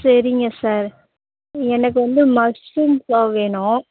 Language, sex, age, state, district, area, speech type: Tamil, female, 30-45, Tamil Nadu, Tiruvannamalai, rural, conversation